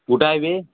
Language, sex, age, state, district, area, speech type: Marathi, male, 18-30, Maharashtra, Amravati, rural, conversation